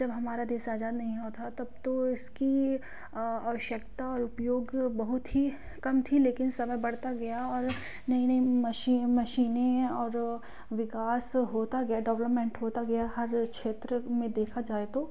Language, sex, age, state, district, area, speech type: Hindi, female, 18-30, Madhya Pradesh, Katni, urban, spontaneous